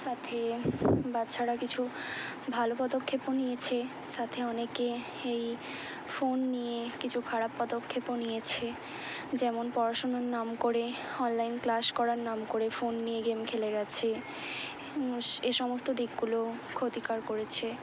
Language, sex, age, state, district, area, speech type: Bengali, female, 18-30, West Bengal, Hooghly, urban, spontaneous